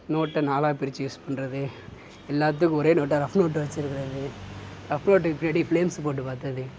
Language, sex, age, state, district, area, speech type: Tamil, male, 18-30, Tamil Nadu, Mayiladuthurai, urban, spontaneous